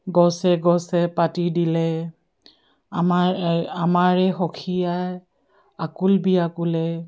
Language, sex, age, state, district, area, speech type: Assamese, female, 45-60, Assam, Dibrugarh, rural, spontaneous